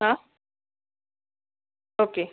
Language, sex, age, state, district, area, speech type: Marathi, female, 45-60, Maharashtra, Yavatmal, urban, conversation